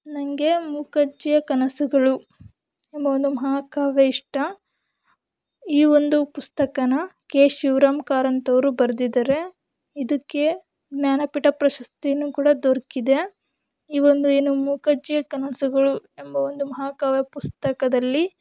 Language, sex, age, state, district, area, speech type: Kannada, female, 18-30, Karnataka, Davanagere, urban, spontaneous